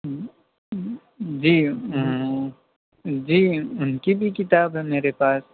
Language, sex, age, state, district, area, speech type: Urdu, male, 18-30, Delhi, South Delhi, urban, conversation